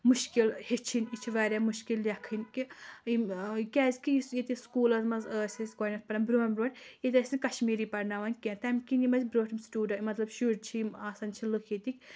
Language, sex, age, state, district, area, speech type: Kashmiri, female, 30-45, Jammu and Kashmir, Anantnag, rural, spontaneous